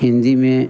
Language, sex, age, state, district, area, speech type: Hindi, male, 60+, Bihar, Madhepura, rural, spontaneous